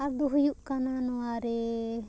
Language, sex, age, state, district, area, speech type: Santali, female, 18-30, Jharkhand, Bokaro, rural, spontaneous